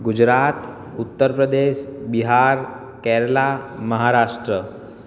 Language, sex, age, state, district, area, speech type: Gujarati, male, 18-30, Gujarat, Surat, urban, spontaneous